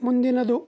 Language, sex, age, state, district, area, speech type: Kannada, male, 30-45, Karnataka, Bidar, rural, read